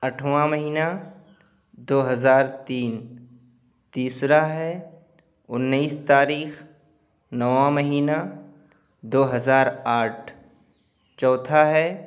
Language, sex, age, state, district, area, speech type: Urdu, male, 18-30, Uttar Pradesh, Siddharthnagar, rural, spontaneous